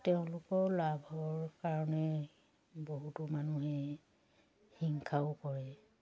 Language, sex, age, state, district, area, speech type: Assamese, female, 60+, Assam, Dibrugarh, rural, spontaneous